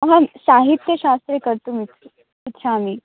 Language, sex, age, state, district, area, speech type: Sanskrit, female, 18-30, Maharashtra, Sangli, rural, conversation